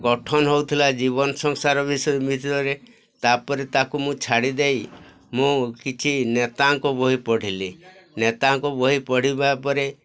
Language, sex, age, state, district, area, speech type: Odia, male, 60+, Odisha, Mayurbhanj, rural, spontaneous